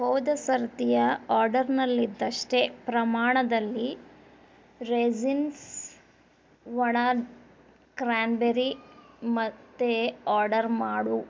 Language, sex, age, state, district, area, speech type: Kannada, female, 30-45, Karnataka, Bidar, urban, read